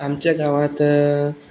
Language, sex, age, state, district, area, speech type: Goan Konkani, male, 18-30, Goa, Quepem, rural, spontaneous